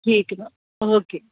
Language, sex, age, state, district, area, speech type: Punjabi, female, 30-45, Punjab, Kapurthala, urban, conversation